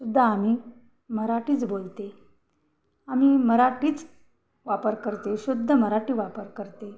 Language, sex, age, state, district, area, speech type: Marathi, female, 45-60, Maharashtra, Hingoli, urban, spontaneous